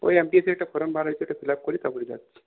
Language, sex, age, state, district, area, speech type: Bengali, male, 45-60, West Bengal, Purulia, rural, conversation